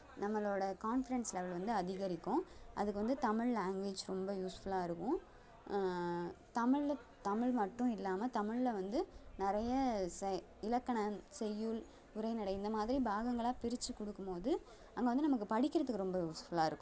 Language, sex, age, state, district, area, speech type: Tamil, female, 30-45, Tamil Nadu, Thanjavur, urban, spontaneous